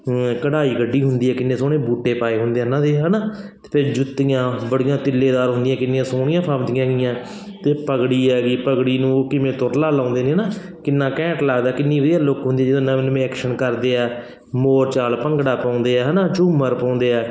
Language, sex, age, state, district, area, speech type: Punjabi, male, 30-45, Punjab, Barnala, rural, spontaneous